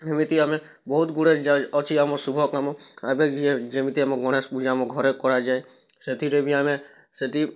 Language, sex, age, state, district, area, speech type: Odia, male, 18-30, Odisha, Kalahandi, rural, spontaneous